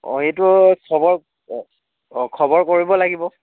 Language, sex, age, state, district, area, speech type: Assamese, male, 18-30, Assam, Dhemaji, urban, conversation